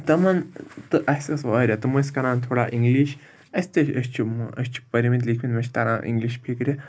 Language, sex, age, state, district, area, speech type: Kashmiri, male, 30-45, Jammu and Kashmir, Srinagar, urban, spontaneous